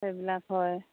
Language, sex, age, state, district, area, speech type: Assamese, female, 60+, Assam, Dibrugarh, rural, conversation